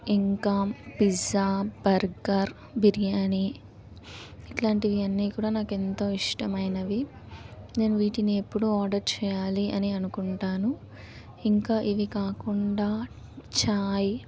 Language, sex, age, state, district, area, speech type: Telugu, female, 18-30, Telangana, Suryapet, urban, spontaneous